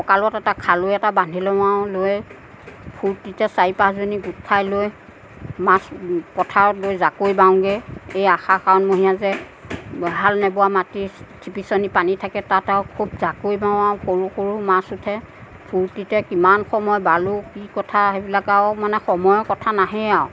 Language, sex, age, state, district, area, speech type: Assamese, female, 45-60, Assam, Nagaon, rural, spontaneous